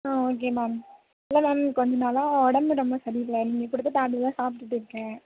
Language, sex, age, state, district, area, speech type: Tamil, female, 18-30, Tamil Nadu, Thanjavur, urban, conversation